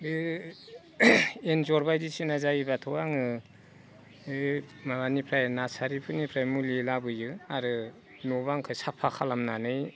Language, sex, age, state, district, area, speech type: Bodo, male, 45-60, Assam, Udalguri, rural, spontaneous